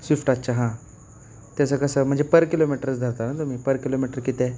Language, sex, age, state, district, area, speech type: Marathi, male, 18-30, Maharashtra, Sangli, urban, spontaneous